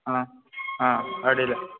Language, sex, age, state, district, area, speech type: Kannada, male, 18-30, Karnataka, Uttara Kannada, rural, conversation